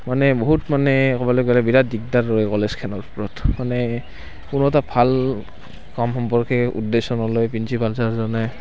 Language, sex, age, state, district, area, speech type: Assamese, male, 18-30, Assam, Barpeta, rural, spontaneous